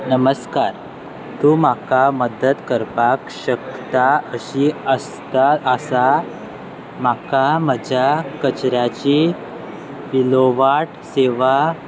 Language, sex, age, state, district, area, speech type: Goan Konkani, male, 18-30, Goa, Salcete, rural, read